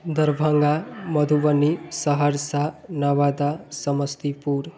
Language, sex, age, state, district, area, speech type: Hindi, male, 18-30, Bihar, Darbhanga, rural, spontaneous